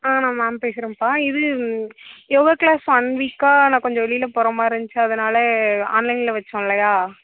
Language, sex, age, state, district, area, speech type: Tamil, female, 30-45, Tamil Nadu, Mayiladuthurai, urban, conversation